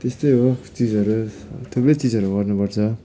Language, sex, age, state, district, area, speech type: Nepali, male, 30-45, West Bengal, Darjeeling, rural, spontaneous